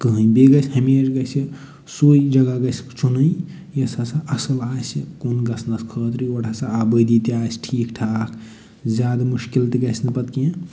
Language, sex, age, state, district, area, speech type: Kashmiri, male, 45-60, Jammu and Kashmir, Budgam, urban, spontaneous